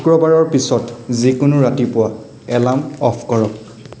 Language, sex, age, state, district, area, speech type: Assamese, male, 18-30, Assam, Nagaon, rural, read